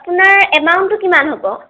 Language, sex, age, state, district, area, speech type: Assamese, female, 18-30, Assam, Nalbari, rural, conversation